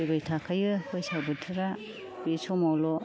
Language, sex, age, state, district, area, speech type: Bodo, female, 30-45, Assam, Kokrajhar, rural, spontaneous